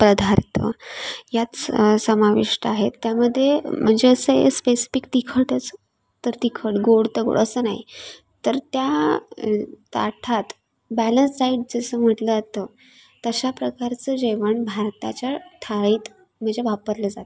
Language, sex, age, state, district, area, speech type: Marathi, female, 18-30, Maharashtra, Sindhudurg, rural, spontaneous